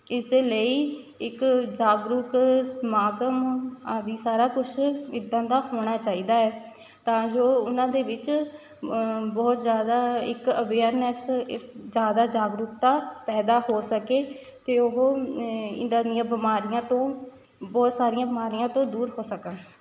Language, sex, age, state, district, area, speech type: Punjabi, female, 18-30, Punjab, Shaheed Bhagat Singh Nagar, rural, spontaneous